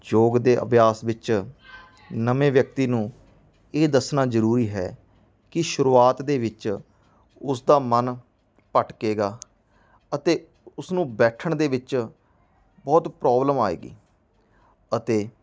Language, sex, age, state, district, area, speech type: Punjabi, male, 30-45, Punjab, Mansa, rural, spontaneous